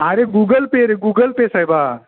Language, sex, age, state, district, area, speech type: Goan Konkani, male, 45-60, Goa, Bardez, rural, conversation